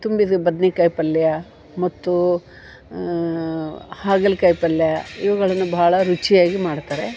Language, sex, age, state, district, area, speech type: Kannada, female, 60+, Karnataka, Gadag, rural, spontaneous